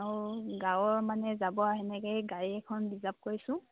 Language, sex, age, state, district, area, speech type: Assamese, female, 30-45, Assam, Dibrugarh, rural, conversation